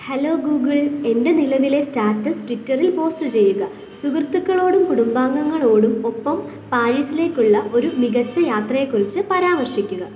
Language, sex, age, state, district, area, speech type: Malayalam, female, 18-30, Kerala, Pathanamthitta, urban, read